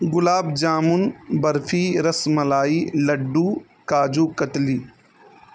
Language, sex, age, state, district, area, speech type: Urdu, male, 30-45, Uttar Pradesh, Balrampur, rural, spontaneous